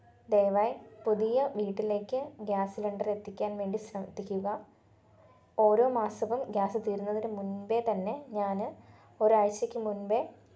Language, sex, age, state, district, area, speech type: Malayalam, female, 18-30, Kerala, Thiruvananthapuram, rural, spontaneous